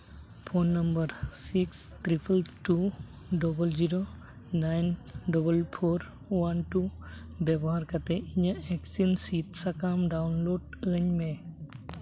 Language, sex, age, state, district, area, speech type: Santali, male, 18-30, West Bengal, Uttar Dinajpur, rural, read